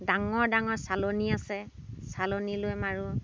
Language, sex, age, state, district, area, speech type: Assamese, female, 30-45, Assam, Dhemaji, rural, spontaneous